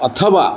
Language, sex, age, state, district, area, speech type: Sanskrit, male, 45-60, Odisha, Cuttack, urban, spontaneous